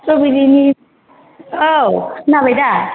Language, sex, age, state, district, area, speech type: Bodo, female, 30-45, Assam, Chirang, urban, conversation